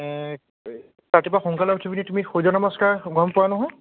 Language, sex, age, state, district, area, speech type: Assamese, male, 30-45, Assam, Morigaon, rural, conversation